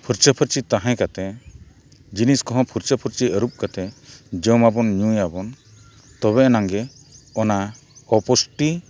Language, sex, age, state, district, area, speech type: Santali, male, 45-60, Odisha, Mayurbhanj, rural, spontaneous